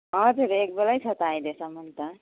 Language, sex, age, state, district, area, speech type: Nepali, female, 45-60, West Bengal, Jalpaiguri, urban, conversation